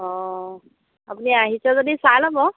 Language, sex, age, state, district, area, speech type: Assamese, female, 30-45, Assam, Lakhimpur, rural, conversation